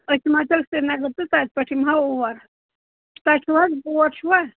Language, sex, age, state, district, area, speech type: Kashmiri, female, 60+, Jammu and Kashmir, Pulwama, rural, conversation